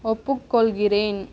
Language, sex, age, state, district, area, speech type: Tamil, female, 60+, Tamil Nadu, Cuddalore, urban, read